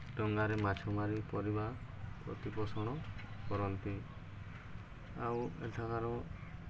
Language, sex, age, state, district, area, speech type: Odia, male, 30-45, Odisha, Subarnapur, urban, spontaneous